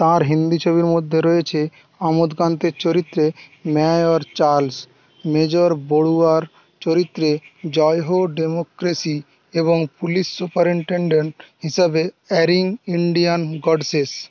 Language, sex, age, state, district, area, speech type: Bengali, male, 18-30, West Bengal, Jhargram, rural, read